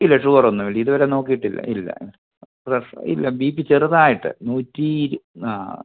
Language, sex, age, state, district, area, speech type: Malayalam, male, 45-60, Kerala, Pathanamthitta, rural, conversation